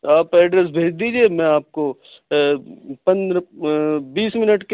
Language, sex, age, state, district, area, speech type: Urdu, male, 45-60, Delhi, Central Delhi, urban, conversation